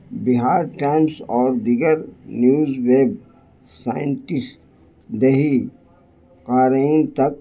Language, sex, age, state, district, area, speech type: Urdu, male, 60+, Bihar, Gaya, urban, spontaneous